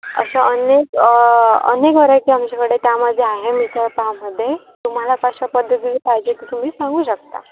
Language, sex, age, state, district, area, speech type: Marathi, female, 18-30, Maharashtra, Sindhudurg, rural, conversation